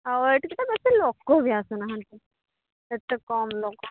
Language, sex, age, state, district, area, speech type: Odia, female, 18-30, Odisha, Sambalpur, rural, conversation